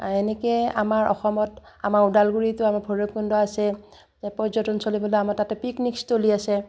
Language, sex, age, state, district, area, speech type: Assamese, female, 60+, Assam, Udalguri, rural, spontaneous